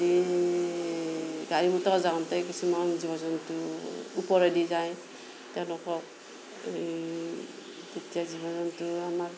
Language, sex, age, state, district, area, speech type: Assamese, female, 60+, Assam, Darrang, rural, spontaneous